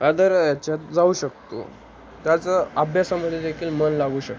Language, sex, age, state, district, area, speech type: Marathi, male, 18-30, Maharashtra, Ahmednagar, rural, spontaneous